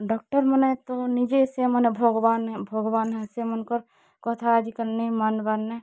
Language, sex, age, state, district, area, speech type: Odia, female, 45-60, Odisha, Kalahandi, rural, spontaneous